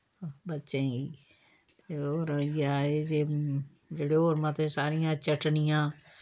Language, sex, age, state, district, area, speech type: Dogri, female, 60+, Jammu and Kashmir, Samba, rural, spontaneous